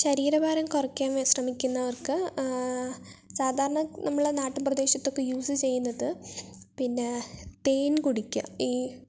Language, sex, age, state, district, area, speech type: Malayalam, female, 18-30, Kerala, Wayanad, rural, spontaneous